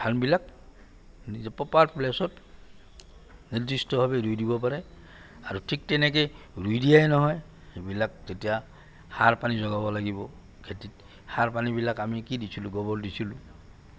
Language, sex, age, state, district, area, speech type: Assamese, male, 60+, Assam, Goalpara, urban, spontaneous